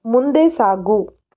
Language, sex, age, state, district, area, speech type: Kannada, female, 18-30, Karnataka, Tumkur, rural, read